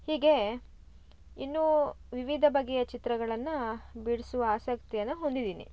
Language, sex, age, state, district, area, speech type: Kannada, female, 30-45, Karnataka, Shimoga, rural, spontaneous